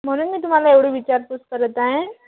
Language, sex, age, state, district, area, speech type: Marathi, female, 18-30, Maharashtra, Amravati, urban, conversation